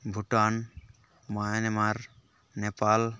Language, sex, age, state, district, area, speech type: Santali, male, 18-30, West Bengal, Purulia, rural, spontaneous